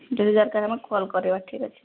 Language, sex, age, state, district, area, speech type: Odia, female, 30-45, Odisha, Sundergarh, urban, conversation